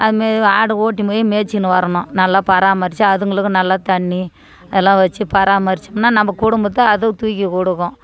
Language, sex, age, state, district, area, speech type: Tamil, female, 45-60, Tamil Nadu, Tiruvannamalai, rural, spontaneous